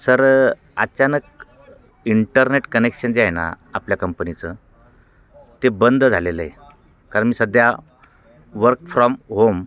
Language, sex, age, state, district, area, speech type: Marathi, male, 45-60, Maharashtra, Nashik, urban, spontaneous